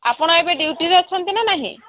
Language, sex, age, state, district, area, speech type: Odia, female, 30-45, Odisha, Sambalpur, rural, conversation